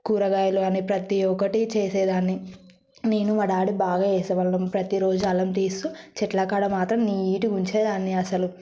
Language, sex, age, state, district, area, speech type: Telugu, female, 18-30, Telangana, Yadadri Bhuvanagiri, rural, spontaneous